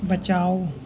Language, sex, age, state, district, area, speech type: Hindi, male, 18-30, Madhya Pradesh, Hoshangabad, rural, read